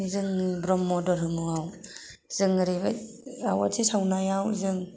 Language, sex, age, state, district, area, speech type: Bodo, female, 18-30, Assam, Kokrajhar, rural, spontaneous